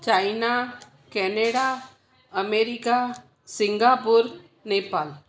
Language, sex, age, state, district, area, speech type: Sindhi, female, 45-60, Gujarat, Surat, urban, spontaneous